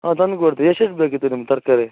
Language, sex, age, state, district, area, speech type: Kannada, male, 18-30, Karnataka, Shimoga, rural, conversation